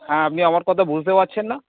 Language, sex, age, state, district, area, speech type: Bengali, male, 45-60, West Bengal, Dakshin Dinajpur, rural, conversation